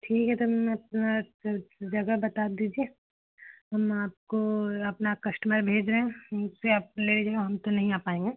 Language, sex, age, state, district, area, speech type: Hindi, female, 18-30, Uttar Pradesh, Chandauli, rural, conversation